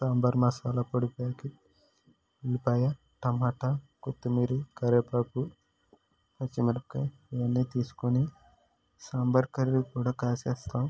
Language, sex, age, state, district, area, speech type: Telugu, male, 18-30, Andhra Pradesh, West Godavari, rural, spontaneous